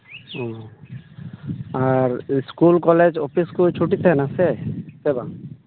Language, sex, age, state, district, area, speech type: Santali, male, 18-30, West Bengal, Birbhum, rural, conversation